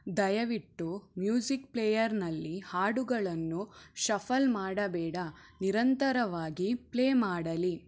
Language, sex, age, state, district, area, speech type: Kannada, female, 18-30, Karnataka, Shimoga, rural, read